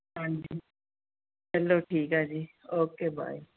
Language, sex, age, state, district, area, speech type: Punjabi, female, 45-60, Punjab, Gurdaspur, rural, conversation